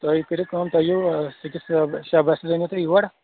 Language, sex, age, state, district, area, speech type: Kashmiri, male, 18-30, Jammu and Kashmir, Kulgam, rural, conversation